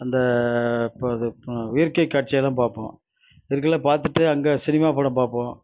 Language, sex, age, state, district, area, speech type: Tamil, male, 60+, Tamil Nadu, Nagapattinam, rural, spontaneous